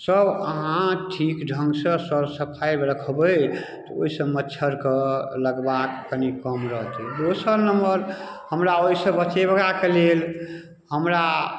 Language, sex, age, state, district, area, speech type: Maithili, male, 60+, Bihar, Darbhanga, rural, spontaneous